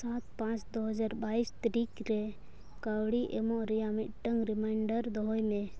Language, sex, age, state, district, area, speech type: Santali, female, 18-30, Jharkhand, Seraikela Kharsawan, rural, read